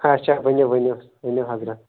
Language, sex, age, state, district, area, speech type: Kashmiri, male, 30-45, Jammu and Kashmir, Shopian, urban, conversation